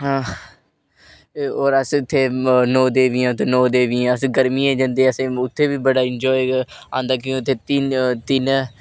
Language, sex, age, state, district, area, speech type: Dogri, male, 18-30, Jammu and Kashmir, Reasi, rural, spontaneous